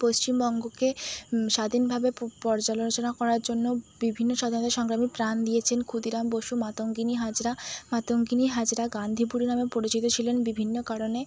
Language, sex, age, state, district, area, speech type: Bengali, female, 18-30, West Bengal, Howrah, urban, spontaneous